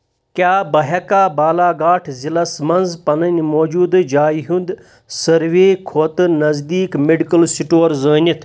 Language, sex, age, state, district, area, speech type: Kashmiri, male, 30-45, Jammu and Kashmir, Pulwama, rural, read